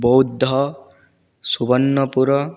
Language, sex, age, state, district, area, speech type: Odia, male, 18-30, Odisha, Boudh, rural, spontaneous